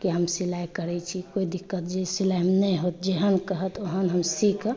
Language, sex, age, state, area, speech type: Maithili, female, 30-45, Jharkhand, urban, spontaneous